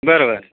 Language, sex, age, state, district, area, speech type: Marathi, male, 45-60, Maharashtra, Nashik, urban, conversation